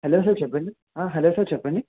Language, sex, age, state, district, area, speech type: Telugu, male, 18-30, Telangana, Mahabubabad, urban, conversation